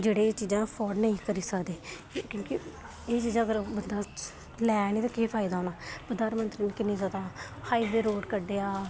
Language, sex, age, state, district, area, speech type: Dogri, female, 18-30, Jammu and Kashmir, Kathua, rural, spontaneous